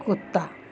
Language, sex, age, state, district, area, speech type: Hindi, female, 60+, Uttar Pradesh, Azamgarh, rural, read